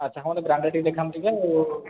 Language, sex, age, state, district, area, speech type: Odia, male, 18-30, Odisha, Khordha, rural, conversation